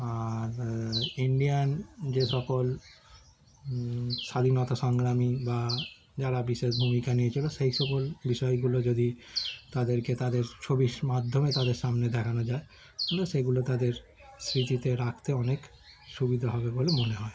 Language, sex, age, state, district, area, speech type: Bengali, male, 30-45, West Bengal, Darjeeling, urban, spontaneous